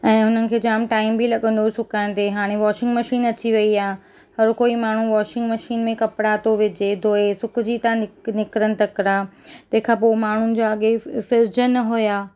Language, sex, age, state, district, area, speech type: Sindhi, female, 30-45, Maharashtra, Mumbai Suburban, urban, spontaneous